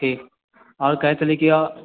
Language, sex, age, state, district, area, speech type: Maithili, male, 18-30, Bihar, Sitamarhi, urban, conversation